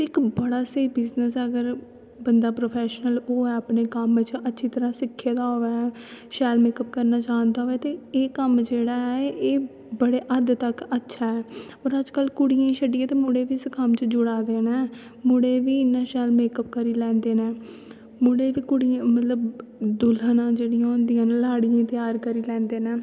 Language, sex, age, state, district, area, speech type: Dogri, female, 18-30, Jammu and Kashmir, Kathua, rural, spontaneous